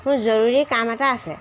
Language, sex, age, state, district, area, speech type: Assamese, female, 45-60, Assam, Jorhat, urban, spontaneous